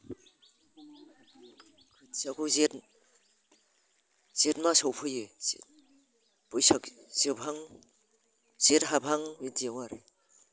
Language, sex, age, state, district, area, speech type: Bodo, female, 60+, Assam, Udalguri, rural, spontaneous